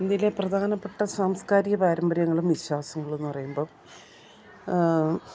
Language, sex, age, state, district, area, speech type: Malayalam, female, 60+, Kerala, Idukki, rural, spontaneous